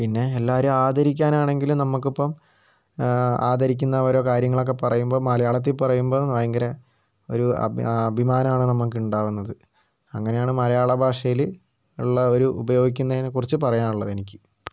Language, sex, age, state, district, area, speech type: Malayalam, male, 30-45, Kerala, Wayanad, rural, spontaneous